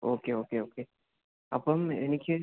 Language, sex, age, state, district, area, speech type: Malayalam, male, 18-30, Kerala, Idukki, rural, conversation